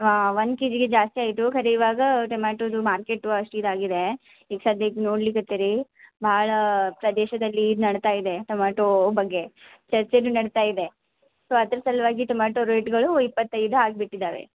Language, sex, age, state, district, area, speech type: Kannada, female, 18-30, Karnataka, Belgaum, rural, conversation